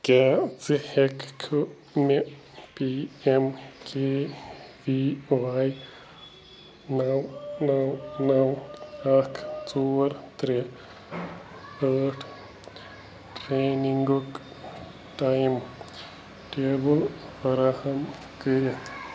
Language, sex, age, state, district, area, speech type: Kashmiri, male, 30-45, Jammu and Kashmir, Bandipora, rural, read